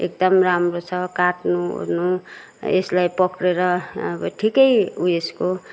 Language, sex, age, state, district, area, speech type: Nepali, female, 60+, West Bengal, Kalimpong, rural, spontaneous